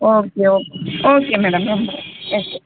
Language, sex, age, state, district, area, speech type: Tamil, female, 18-30, Tamil Nadu, Dharmapuri, urban, conversation